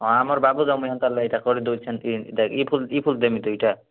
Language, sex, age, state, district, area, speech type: Odia, male, 18-30, Odisha, Kalahandi, rural, conversation